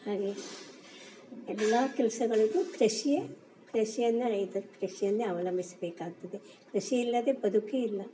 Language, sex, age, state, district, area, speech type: Kannada, female, 60+, Karnataka, Dakshina Kannada, rural, spontaneous